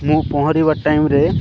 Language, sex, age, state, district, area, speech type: Odia, male, 45-60, Odisha, Nabarangpur, rural, spontaneous